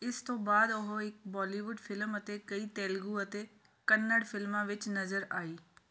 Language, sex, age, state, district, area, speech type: Punjabi, female, 30-45, Punjab, Shaheed Bhagat Singh Nagar, urban, read